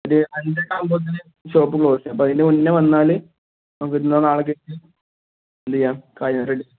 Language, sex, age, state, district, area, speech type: Malayalam, male, 18-30, Kerala, Kozhikode, rural, conversation